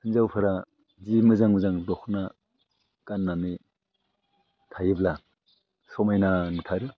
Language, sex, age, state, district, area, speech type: Bodo, male, 60+, Assam, Udalguri, urban, spontaneous